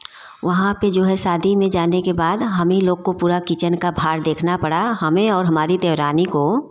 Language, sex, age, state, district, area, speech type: Hindi, female, 45-60, Uttar Pradesh, Varanasi, urban, spontaneous